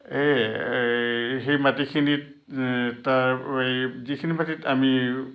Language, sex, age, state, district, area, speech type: Assamese, male, 60+, Assam, Lakhimpur, urban, spontaneous